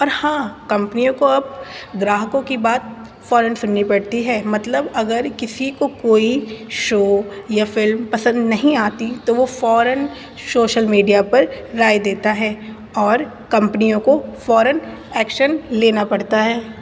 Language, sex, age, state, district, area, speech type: Urdu, female, 18-30, Delhi, North East Delhi, urban, spontaneous